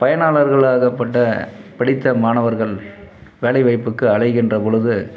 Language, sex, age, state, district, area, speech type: Tamil, male, 45-60, Tamil Nadu, Dharmapuri, rural, spontaneous